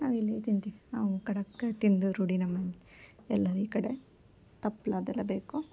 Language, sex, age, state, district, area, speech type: Kannada, female, 18-30, Karnataka, Koppal, urban, spontaneous